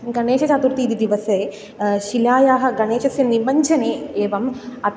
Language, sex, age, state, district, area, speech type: Sanskrit, female, 18-30, Kerala, Kannur, urban, spontaneous